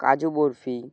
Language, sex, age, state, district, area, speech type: Bengali, male, 18-30, West Bengal, Alipurduar, rural, spontaneous